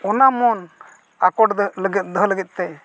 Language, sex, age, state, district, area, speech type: Santali, male, 45-60, Odisha, Mayurbhanj, rural, spontaneous